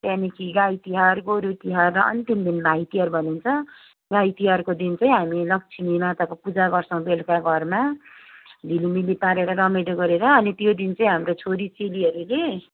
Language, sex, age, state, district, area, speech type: Nepali, female, 30-45, West Bengal, Kalimpong, rural, conversation